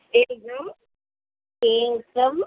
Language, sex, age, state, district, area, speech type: Sanskrit, female, 18-30, Kerala, Kozhikode, rural, conversation